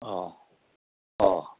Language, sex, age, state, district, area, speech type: Bodo, male, 45-60, Assam, Chirang, rural, conversation